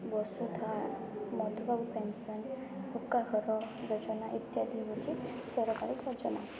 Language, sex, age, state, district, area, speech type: Odia, female, 18-30, Odisha, Rayagada, rural, spontaneous